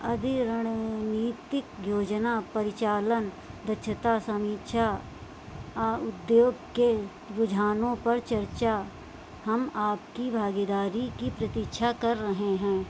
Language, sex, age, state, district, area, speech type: Hindi, female, 45-60, Uttar Pradesh, Sitapur, rural, read